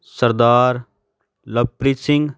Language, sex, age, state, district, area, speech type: Punjabi, male, 18-30, Punjab, Patiala, urban, spontaneous